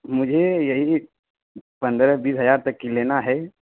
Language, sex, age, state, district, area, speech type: Urdu, male, 18-30, Uttar Pradesh, Saharanpur, urban, conversation